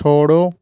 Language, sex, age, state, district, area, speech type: Hindi, male, 60+, Madhya Pradesh, Bhopal, urban, read